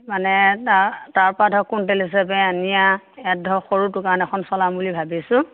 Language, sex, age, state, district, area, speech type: Assamese, female, 60+, Assam, Morigaon, rural, conversation